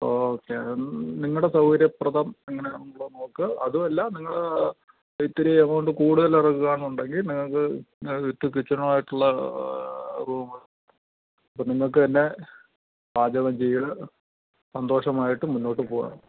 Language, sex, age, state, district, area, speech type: Malayalam, male, 30-45, Kerala, Thiruvananthapuram, urban, conversation